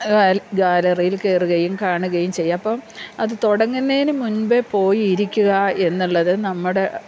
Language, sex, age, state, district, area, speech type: Malayalam, female, 45-60, Kerala, Thiruvananthapuram, urban, spontaneous